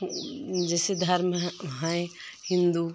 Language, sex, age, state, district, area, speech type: Hindi, female, 30-45, Uttar Pradesh, Jaunpur, urban, spontaneous